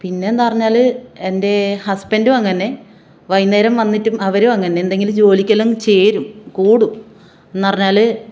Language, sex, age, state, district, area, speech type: Malayalam, female, 30-45, Kerala, Kasaragod, rural, spontaneous